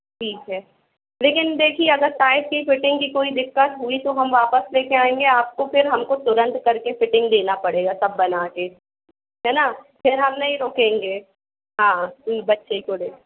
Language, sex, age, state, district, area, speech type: Hindi, female, 18-30, Madhya Pradesh, Jabalpur, urban, conversation